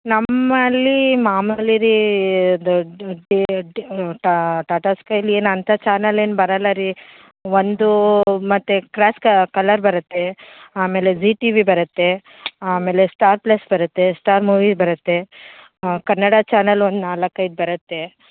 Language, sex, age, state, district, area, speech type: Kannada, female, 45-60, Karnataka, Mandya, rural, conversation